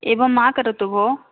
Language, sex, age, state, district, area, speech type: Sanskrit, female, 18-30, Assam, Biswanath, rural, conversation